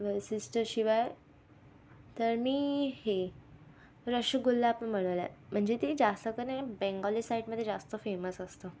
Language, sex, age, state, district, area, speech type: Marathi, female, 18-30, Maharashtra, Thane, urban, spontaneous